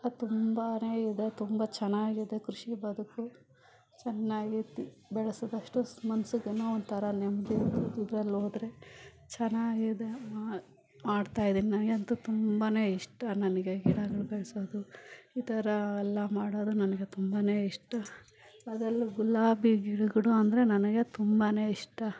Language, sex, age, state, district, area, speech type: Kannada, female, 45-60, Karnataka, Bangalore Rural, rural, spontaneous